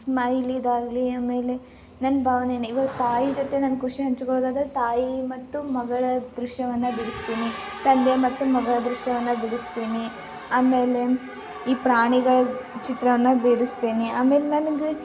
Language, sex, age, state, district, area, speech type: Kannada, female, 18-30, Karnataka, Tumkur, rural, spontaneous